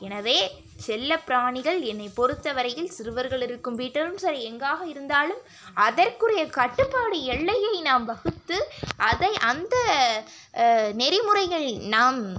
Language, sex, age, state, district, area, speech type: Tamil, female, 18-30, Tamil Nadu, Sivaganga, rural, spontaneous